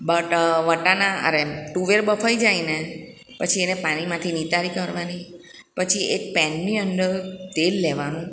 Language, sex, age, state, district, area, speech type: Gujarati, female, 60+, Gujarat, Surat, urban, spontaneous